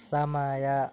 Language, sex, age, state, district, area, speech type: Kannada, male, 18-30, Karnataka, Bidar, rural, read